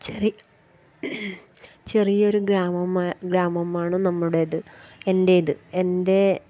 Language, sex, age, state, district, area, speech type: Malayalam, female, 30-45, Kerala, Kasaragod, rural, spontaneous